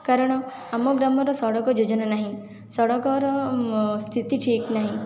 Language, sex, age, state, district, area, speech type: Odia, female, 18-30, Odisha, Khordha, rural, spontaneous